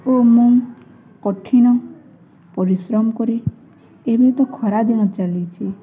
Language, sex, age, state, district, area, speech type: Odia, female, 18-30, Odisha, Balangir, urban, spontaneous